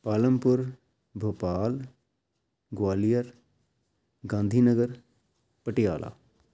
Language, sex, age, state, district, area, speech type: Punjabi, male, 45-60, Punjab, Amritsar, urban, spontaneous